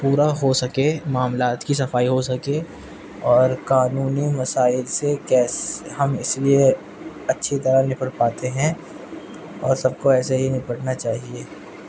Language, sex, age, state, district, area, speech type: Urdu, male, 18-30, Delhi, East Delhi, rural, spontaneous